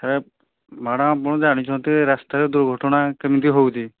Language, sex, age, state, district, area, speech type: Odia, male, 45-60, Odisha, Angul, rural, conversation